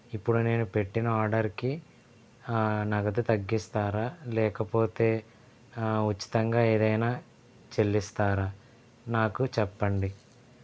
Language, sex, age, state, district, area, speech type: Telugu, male, 18-30, Andhra Pradesh, East Godavari, rural, spontaneous